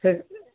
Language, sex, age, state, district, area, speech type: Odia, male, 45-60, Odisha, Sambalpur, rural, conversation